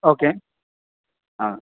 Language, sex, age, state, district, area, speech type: Malayalam, male, 18-30, Kerala, Idukki, rural, conversation